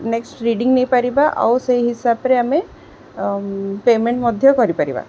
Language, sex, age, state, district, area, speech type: Odia, female, 30-45, Odisha, Sundergarh, urban, spontaneous